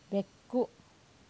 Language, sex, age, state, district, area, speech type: Kannada, female, 60+, Karnataka, Shimoga, rural, read